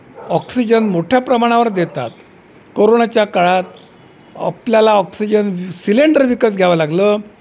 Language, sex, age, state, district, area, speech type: Marathi, male, 60+, Maharashtra, Wardha, urban, spontaneous